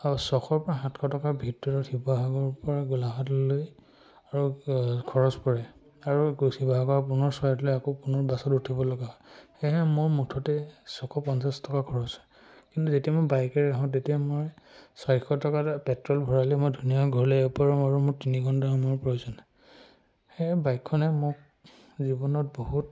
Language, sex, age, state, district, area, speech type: Assamese, male, 18-30, Assam, Charaideo, rural, spontaneous